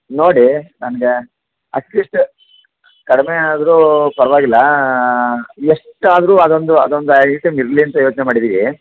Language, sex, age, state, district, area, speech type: Kannada, male, 60+, Karnataka, Chamarajanagar, rural, conversation